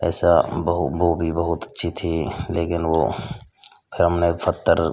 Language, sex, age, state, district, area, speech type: Hindi, male, 18-30, Rajasthan, Bharatpur, rural, spontaneous